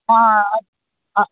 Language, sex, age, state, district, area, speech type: Malayalam, male, 18-30, Kerala, Wayanad, rural, conversation